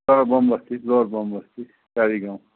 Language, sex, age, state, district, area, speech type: Nepali, male, 60+, West Bengal, Kalimpong, rural, conversation